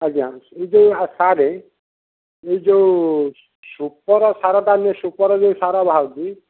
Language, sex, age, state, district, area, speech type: Odia, male, 45-60, Odisha, Kendujhar, urban, conversation